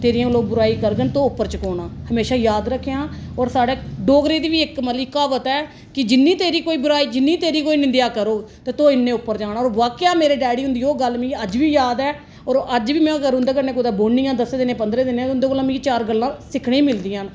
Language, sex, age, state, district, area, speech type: Dogri, female, 30-45, Jammu and Kashmir, Reasi, urban, spontaneous